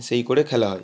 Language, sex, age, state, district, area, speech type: Bengali, male, 18-30, West Bengal, Howrah, urban, spontaneous